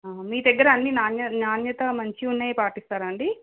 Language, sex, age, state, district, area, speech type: Telugu, female, 30-45, Telangana, Nagarkurnool, urban, conversation